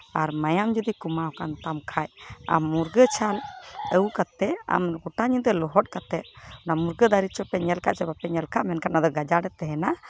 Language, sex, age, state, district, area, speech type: Santali, female, 30-45, West Bengal, Malda, rural, spontaneous